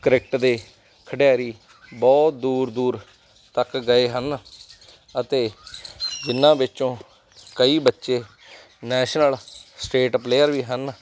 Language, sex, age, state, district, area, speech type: Punjabi, male, 30-45, Punjab, Mansa, rural, spontaneous